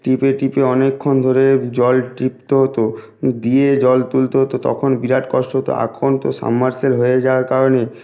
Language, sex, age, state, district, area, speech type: Bengali, male, 60+, West Bengal, Jhargram, rural, spontaneous